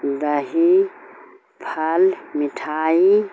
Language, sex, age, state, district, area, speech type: Urdu, female, 60+, Bihar, Supaul, rural, spontaneous